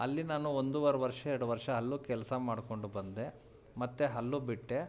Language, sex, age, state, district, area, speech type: Kannada, male, 30-45, Karnataka, Kolar, urban, spontaneous